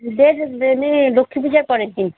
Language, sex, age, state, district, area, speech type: Bengali, female, 45-60, West Bengal, Alipurduar, rural, conversation